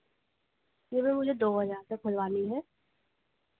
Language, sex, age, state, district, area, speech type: Hindi, female, 18-30, Madhya Pradesh, Harda, urban, conversation